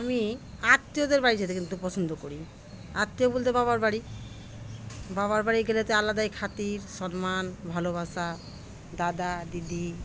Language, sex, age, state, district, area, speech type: Bengali, female, 45-60, West Bengal, Murshidabad, rural, spontaneous